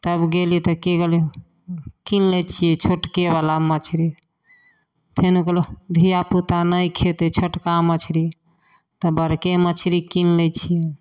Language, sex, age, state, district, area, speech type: Maithili, female, 45-60, Bihar, Samastipur, rural, spontaneous